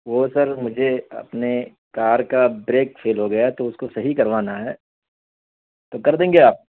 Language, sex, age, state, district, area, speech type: Urdu, male, 18-30, Delhi, East Delhi, urban, conversation